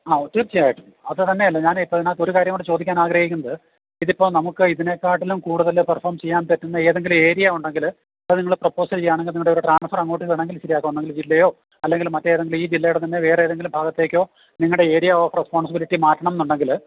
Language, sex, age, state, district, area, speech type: Malayalam, male, 60+, Kerala, Idukki, rural, conversation